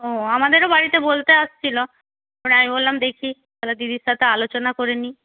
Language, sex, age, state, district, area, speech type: Bengali, female, 45-60, West Bengal, North 24 Parganas, rural, conversation